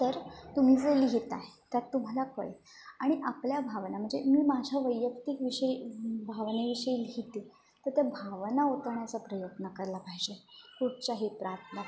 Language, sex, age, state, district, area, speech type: Marathi, female, 18-30, Maharashtra, Sindhudurg, rural, spontaneous